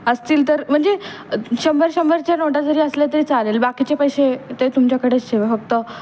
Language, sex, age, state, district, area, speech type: Marathi, female, 18-30, Maharashtra, Pune, urban, spontaneous